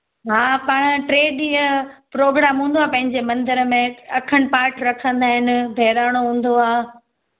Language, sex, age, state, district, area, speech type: Sindhi, female, 18-30, Gujarat, Junagadh, urban, conversation